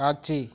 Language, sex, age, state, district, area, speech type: Tamil, male, 30-45, Tamil Nadu, Tiruchirappalli, rural, read